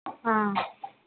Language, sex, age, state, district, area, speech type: Telugu, female, 18-30, Andhra Pradesh, Guntur, rural, conversation